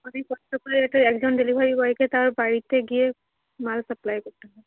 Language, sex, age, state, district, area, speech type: Bengali, female, 30-45, West Bengal, Cooch Behar, urban, conversation